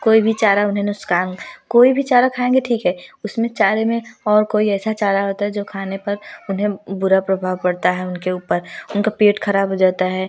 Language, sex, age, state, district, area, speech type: Hindi, female, 18-30, Uttar Pradesh, Prayagraj, rural, spontaneous